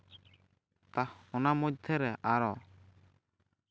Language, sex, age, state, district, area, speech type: Santali, male, 18-30, West Bengal, Jhargram, rural, spontaneous